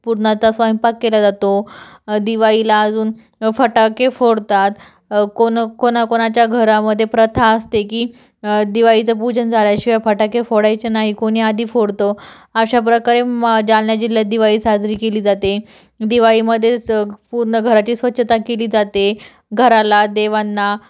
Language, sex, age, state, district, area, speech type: Marathi, female, 18-30, Maharashtra, Jalna, urban, spontaneous